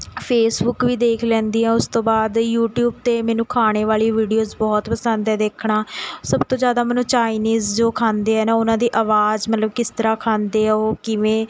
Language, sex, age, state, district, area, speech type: Punjabi, female, 18-30, Punjab, Mohali, rural, spontaneous